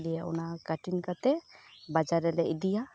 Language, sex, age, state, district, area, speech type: Santali, female, 18-30, West Bengal, Birbhum, rural, spontaneous